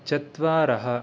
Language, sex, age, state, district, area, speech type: Sanskrit, male, 18-30, Karnataka, Mysore, urban, read